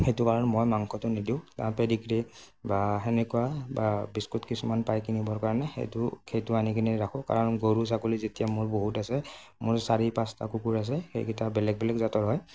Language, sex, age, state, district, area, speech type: Assamese, male, 18-30, Assam, Morigaon, rural, spontaneous